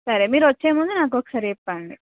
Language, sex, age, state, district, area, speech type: Telugu, female, 18-30, Telangana, Nizamabad, urban, conversation